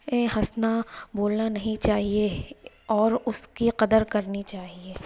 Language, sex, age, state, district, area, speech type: Urdu, female, 30-45, Uttar Pradesh, Lucknow, rural, spontaneous